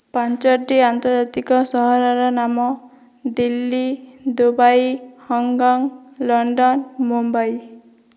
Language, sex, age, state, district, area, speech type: Odia, female, 30-45, Odisha, Boudh, rural, spontaneous